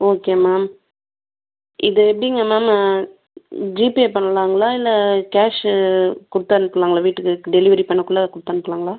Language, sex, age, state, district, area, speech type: Tamil, female, 30-45, Tamil Nadu, Viluppuram, rural, conversation